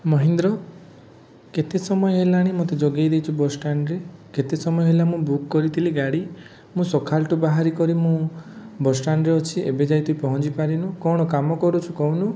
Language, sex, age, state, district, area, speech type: Odia, male, 18-30, Odisha, Rayagada, rural, spontaneous